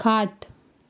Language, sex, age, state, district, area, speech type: Goan Konkani, female, 18-30, Goa, Ponda, rural, read